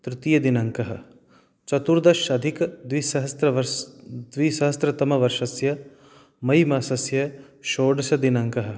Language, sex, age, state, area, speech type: Sanskrit, male, 30-45, Rajasthan, rural, spontaneous